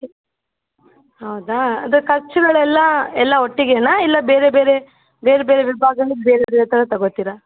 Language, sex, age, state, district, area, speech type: Kannada, female, 45-60, Karnataka, Davanagere, rural, conversation